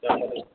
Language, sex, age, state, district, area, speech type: Hindi, female, 45-60, Rajasthan, Karauli, rural, conversation